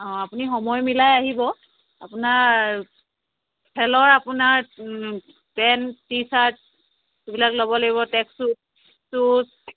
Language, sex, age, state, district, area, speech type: Assamese, female, 30-45, Assam, Sivasagar, rural, conversation